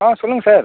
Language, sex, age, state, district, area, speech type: Tamil, male, 18-30, Tamil Nadu, Cuddalore, rural, conversation